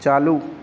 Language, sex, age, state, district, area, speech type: Hindi, male, 30-45, Madhya Pradesh, Hoshangabad, rural, read